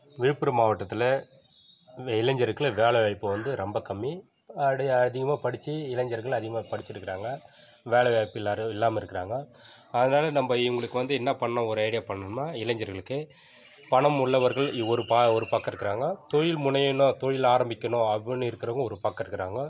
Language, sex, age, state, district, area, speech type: Tamil, male, 45-60, Tamil Nadu, Viluppuram, rural, spontaneous